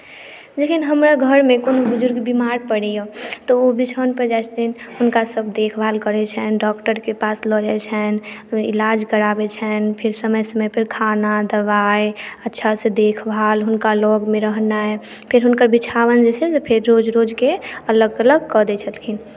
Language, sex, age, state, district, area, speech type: Maithili, female, 18-30, Bihar, Madhubani, rural, spontaneous